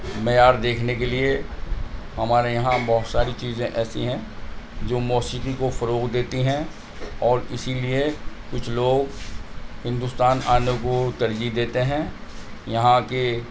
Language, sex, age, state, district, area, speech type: Urdu, male, 45-60, Delhi, North East Delhi, urban, spontaneous